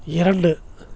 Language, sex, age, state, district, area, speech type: Tamil, male, 60+, Tamil Nadu, Namakkal, rural, read